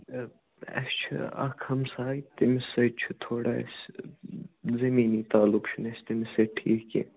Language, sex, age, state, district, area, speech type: Kashmiri, male, 18-30, Jammu and Kashmir, Budgam, rural, conversation